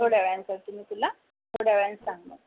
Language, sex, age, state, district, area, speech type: Marathi, female, 45-60, Maharashtra, Buldhana, rural, conversation